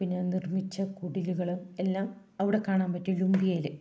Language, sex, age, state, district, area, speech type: Malayalam, female, 30-45, Kerala, Kannur, rural, spontaneous